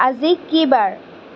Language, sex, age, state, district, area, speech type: Assamese, female, 45-60, Assam, Darrang, rural, read